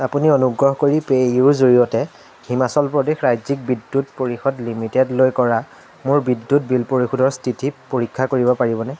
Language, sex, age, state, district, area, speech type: Assamese, male, 18-30, Assam, Majuli, urban, read